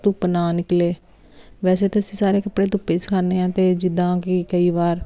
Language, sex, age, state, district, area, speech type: Punjabi, female, 30-45, Punjab, Jalandhar, urban, spontaneous